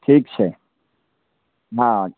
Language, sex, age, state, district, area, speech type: Maithili, male, 60+, Bihar, Madhepura, rural, conversation